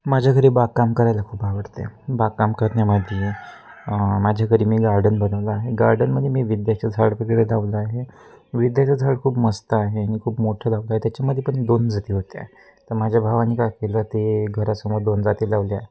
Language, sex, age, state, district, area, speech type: Marathi, male, 18-30, Maharashtra, Wardha, rural, spontaneous